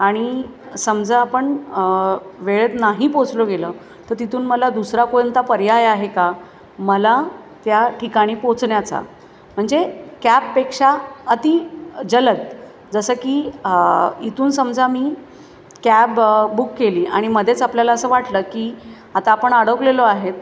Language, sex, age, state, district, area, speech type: Marathi, female, 30-45, Maharashtra, Thane, urban, spontaneous